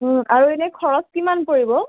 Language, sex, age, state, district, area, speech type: Assamese, female, 60+, Assam, Nagaon, rural, conversation